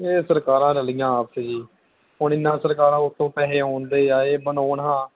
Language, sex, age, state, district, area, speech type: Punjabi, male, 18-30, Punjab, Gurdaspur, urban, conversation